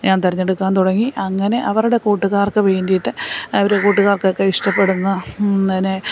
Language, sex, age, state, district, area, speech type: Malayalam, female, 60+, Kerala, Alappuzha, rural, spontaneous